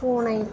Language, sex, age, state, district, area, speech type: Tamil, female, 18-30, Tamil Nadu, Chennai, urban, read